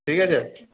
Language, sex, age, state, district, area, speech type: Bengali, male, 18-30, West Bengal, Purulia, urban, conversation